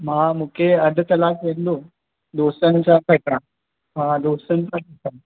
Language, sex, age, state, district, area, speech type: Sindhi, male, 18-30, Maharashtra, Mumbai Suburban, urban, conversation